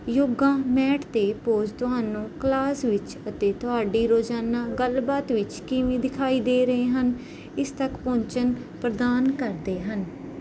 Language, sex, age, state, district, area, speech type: Punjabi, female, 18-30, Punjab, Barnala, urban, spontaneous